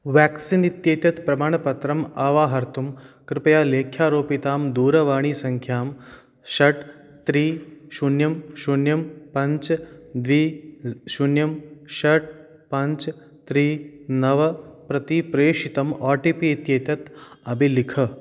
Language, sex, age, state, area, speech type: Sanskrit, male, 30-45, Rajasthan, rural, read